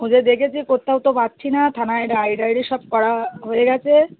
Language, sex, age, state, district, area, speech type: Bengali, female, 30-45, West Bengal, Birbhum, urban, conversation